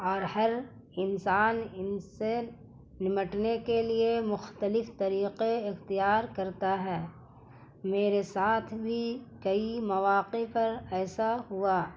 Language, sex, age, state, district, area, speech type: Urdu, female, 30-45, Bihar, Gaya, urban, spontaneous